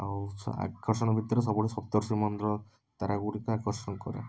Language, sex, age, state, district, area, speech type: Odia, male, 18-30, Odisha, Puri, urban, spontaneous